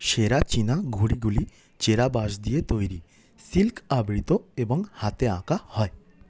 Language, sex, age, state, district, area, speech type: Bengali, male, 30-45, West Bengal, South 24 Parganas, rural, read